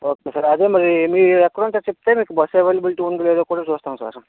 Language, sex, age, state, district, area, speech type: Telugu, male, 60+, Andhra Pradesh, Vizianagaram, rural, conversation